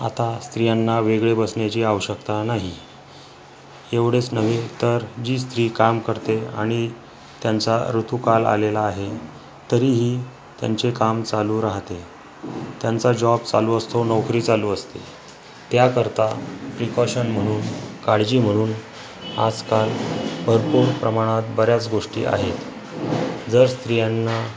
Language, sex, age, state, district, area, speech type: Marathi, male, 45-60, Maharashtra, Akola, rural, spontaneous